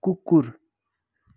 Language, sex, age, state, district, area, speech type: Nepali, male, 30-45, West Bengal, Kalimpong, rural, read